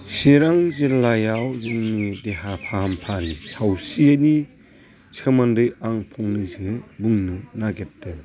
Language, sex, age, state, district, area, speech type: Bodo, male, 45-60, Assam, Chirang, rural, spontaneous